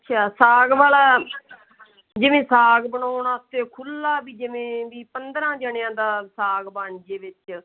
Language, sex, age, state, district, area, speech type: Punjabi, female, 45-60, Punjab, Fazilka, rural, conversation